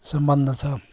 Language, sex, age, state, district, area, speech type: Nepali, male, 60+, West Bengal, Kalimpong, rural, spontaneous